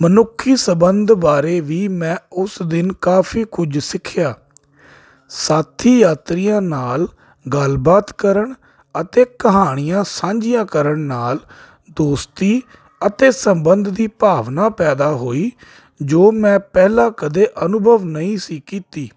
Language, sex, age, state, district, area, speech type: Punjabi, male, 30-45, Punjab, Jalandhar, urban, spontaneous